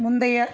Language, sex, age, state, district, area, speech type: Tamil, female, 30-45, Tamil Nadu, Tiruvallur, urban, read